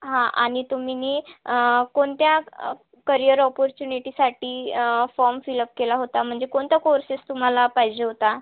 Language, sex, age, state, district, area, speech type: Marathi, female, 18-30, Maharashtra, Wardha, urban, conversation